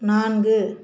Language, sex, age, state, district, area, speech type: Tamil, female, 45-60, Tamil Nadu, Salem, rural, read